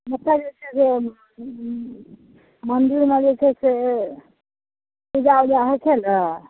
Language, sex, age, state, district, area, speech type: Maithili, female, 45-60, Bihar, Madhepura, rural, conversation